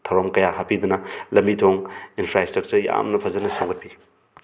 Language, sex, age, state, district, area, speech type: Manipuri, male, 30-45, Manipur, Thoubal, rural, spontaneous